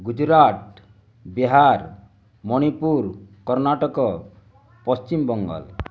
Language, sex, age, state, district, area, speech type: Odia, male, 30-45, Odisha, Bargarh, rural, spontaneous